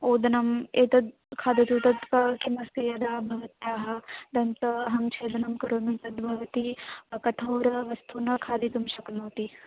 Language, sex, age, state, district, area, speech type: Sanskrit, female, 18-30, Maharashtra, Wardha, urban, conversation